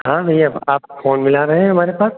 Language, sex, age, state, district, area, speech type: Hindi, male, 60+, Uttar Pradesh, Hardoi, rural, conversation